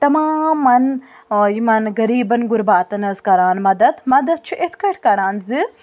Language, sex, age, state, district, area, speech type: Kashmiri, female, 18-30, Jammu and Kashmir, Bandipora, urban, spontaneous